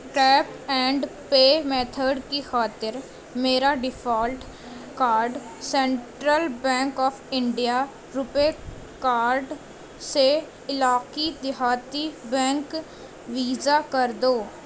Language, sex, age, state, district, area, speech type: Urdu, female, 18-30, Uttar Pradesh, Gautam Buddha Nagar, urban, read